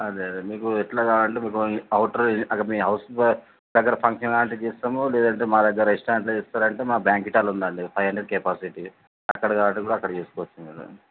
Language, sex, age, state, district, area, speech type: Telugu, male, 45-60, Telangana, Mancherial, rural, conversation